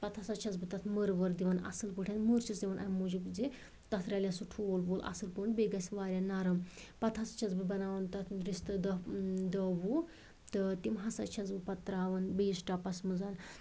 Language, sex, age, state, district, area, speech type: Kashmiri, female, 30-45, Jammu and Kashmir, Anantnag, rural, spontaneous